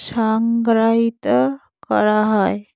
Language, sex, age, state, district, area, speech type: Bengali, female, 45-60, West Bengal, Dakshin Dinajpur, urban, read